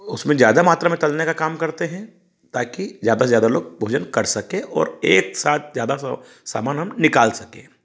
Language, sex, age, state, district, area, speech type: Hindi, male, 45-60, Madhya Pradesh, Ujjain, rural, spontaneous